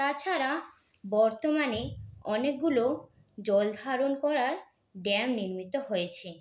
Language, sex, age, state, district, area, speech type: Bengali, female, 18-30, West Bengal, Purulia, urban, spontaneous